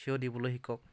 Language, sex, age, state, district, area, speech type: Assamese, male, 30-45, Assam, Dhemaji, rural, spontaneous